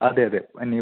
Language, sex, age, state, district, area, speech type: Malayalam, male, 18-30, Kerala, Idukki, rural, conversation